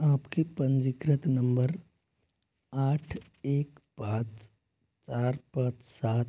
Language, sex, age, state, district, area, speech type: Hindi, male, 18-30, Rajasthan, Jodhpur, rural, read